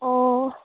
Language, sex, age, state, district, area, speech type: Assamese, female, 18-30, Assam, Dhemaji, rural, conversation